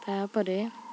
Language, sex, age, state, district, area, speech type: Odia, female, 18-30, Odisha, Jagatsinghpur, rural, spontaneous